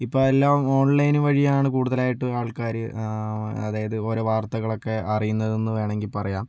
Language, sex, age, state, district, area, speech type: Malayalam, male, 45-60, Kerala, Kozhikode, urban, spontaneous